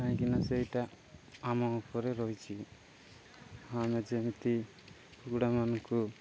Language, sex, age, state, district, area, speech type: Odia, male, 30-45, Odisha, Nabarangpur, urban, spontaneous